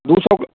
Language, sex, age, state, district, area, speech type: Hindi, male, 30-45, Bihar, Samastipur, urban, conversation